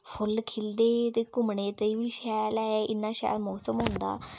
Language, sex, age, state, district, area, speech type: Dogri, female, 18-30, Jammu and Kashmir, Udhampur, rural, spontaneous